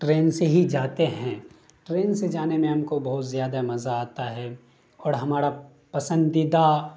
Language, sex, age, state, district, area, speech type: Urdu, male, 18-30, Bihar, Darbhanga, rural, spontaneous